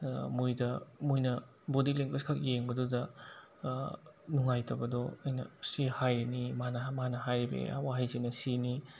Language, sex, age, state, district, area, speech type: Manipuri, male, 18-30, Manipur, Bishnupur, rural, spontaneous